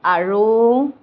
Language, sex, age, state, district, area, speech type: Assamese, female, 30-45, Assam, Kamrup Metropolitan, urban, spontaneous